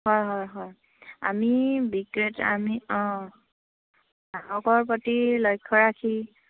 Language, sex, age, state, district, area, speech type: Assamese, female, 18-30, Assam, Sivasagar, rural, conversation